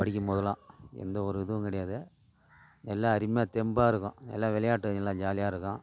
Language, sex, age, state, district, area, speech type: Tamil, male, 45-60, Tamil Nadu, Tiruvannamalai, rural, spontaneous